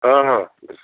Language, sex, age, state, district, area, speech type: Odia, male, 60+, Odisha, Kalahandi, rural, conversation